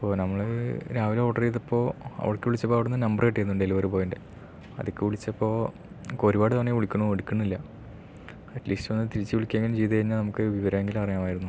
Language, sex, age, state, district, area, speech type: Malayalam, male, 18-30, Kerala, Palakkad, rural, spontaneous